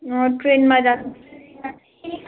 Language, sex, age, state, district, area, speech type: Nepali, female, 18-30, West Bengal, Jalpaiguri, urban, conversation